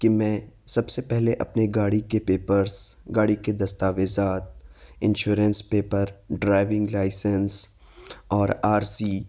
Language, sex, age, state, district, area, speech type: Urdu, male, 30-45, Uttar Pradesh, Lucknow, rural, spontaneous